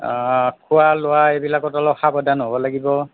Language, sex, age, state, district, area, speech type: Assamese, male, 60+, Assam, Nalbari, rural, conversation